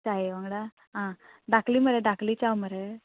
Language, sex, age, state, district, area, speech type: Goan Konkani, female, 18-30, Goa, Murmgao, rural, conversation